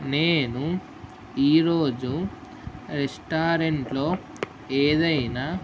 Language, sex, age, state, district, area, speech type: Telugu, male, 18-30, Telangana, Mahabubabad, urban, spontaneous